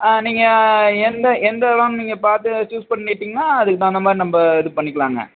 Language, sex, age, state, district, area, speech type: Tamil, male, 30-45, Tamil Nadu, Namakkal, rural, conversation